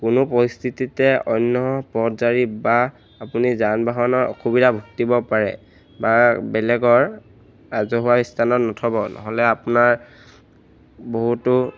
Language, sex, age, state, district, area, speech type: Assamese, male, 18-30, Assam, Charaideo, urban, spontaneous